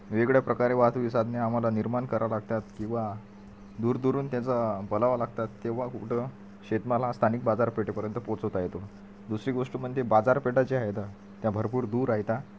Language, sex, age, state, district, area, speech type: Marathi, male, 30-45, Maharashtra, Washim, rural, spontaneous